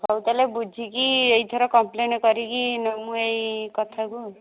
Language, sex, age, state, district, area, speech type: Odia, female, 45-60, Odisha, Angul, rural, conversation